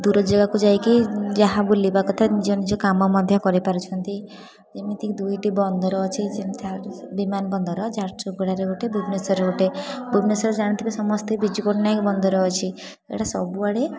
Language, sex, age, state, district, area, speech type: Odia, female, 18-30, Odisha, Puri, urban, spontaneous